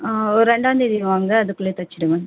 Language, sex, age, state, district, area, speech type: Tamil, female, 45-60, Tamil Nadu, Ariyalur, rural, conversation